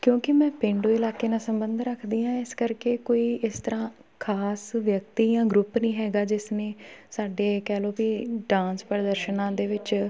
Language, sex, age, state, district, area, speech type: Punjabi, female, 18-30, Punjab, Tarn Taran, rural, spontaneous